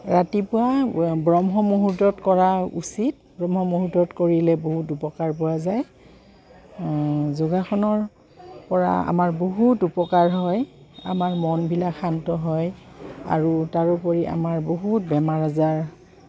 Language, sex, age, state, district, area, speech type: Assamese, female, 45-60, Assam, Goalpara, urban, spontaneous